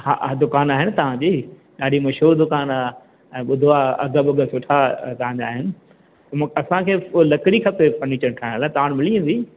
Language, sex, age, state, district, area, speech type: Sindhi, male, 60+, Madhya Pradesh, Katni, urban, conversation